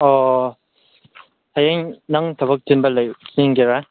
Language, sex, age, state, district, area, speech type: Manipuri, male, 18-30, Manipur, Chandel, rural, conversation